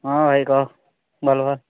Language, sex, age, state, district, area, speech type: Odia, male, 18-30, Odisha, Bargarh, urban, conversation